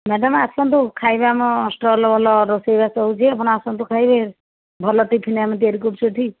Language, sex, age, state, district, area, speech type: Odia, female, 60+, Odisha, Jajpur, rural, conversation